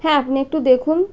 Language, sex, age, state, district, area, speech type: Bengali, female, 18-30, West Bengal, Birbhum, urban, spontaneous